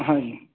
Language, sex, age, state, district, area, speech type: Urdu, male, 45-60, Delhi, New Delhi, urban, conversation